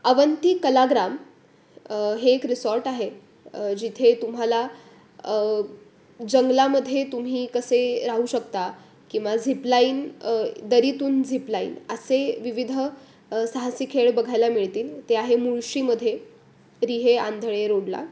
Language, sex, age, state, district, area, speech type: Marathi, female, 18-30, Maharashtra, Pune, urban, spontaneous